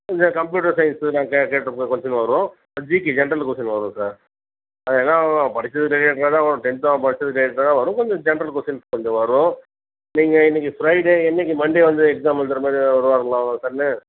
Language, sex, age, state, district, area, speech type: Tamil, male, 45-60, Tamil Nadu, Tiruchirappalli, rural, conversation